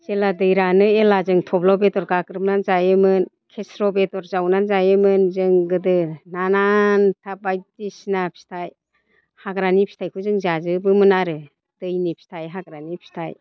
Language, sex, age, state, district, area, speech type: Bodo, female, 45-60, Assam, Chirang, rural, spontaneous